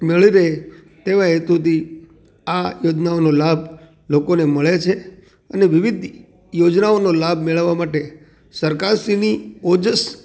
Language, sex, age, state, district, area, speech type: Gujarati, male, 45-60, Gujarat, Amreli, rural, spontaneous